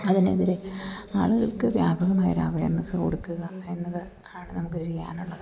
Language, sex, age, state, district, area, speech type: Malayalam, female, 30-45, Kerala, Idukki, rural, spontaneous